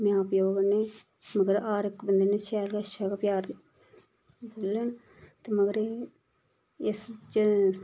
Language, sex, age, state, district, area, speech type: Dogri, female, 30-45, Jammu and Kashmir, Reasi, rural, spontaneous